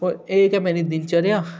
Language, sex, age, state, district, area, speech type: Dogri, male, 18-30, Jammu and Kashmir, Udhampur, urban, spontaneous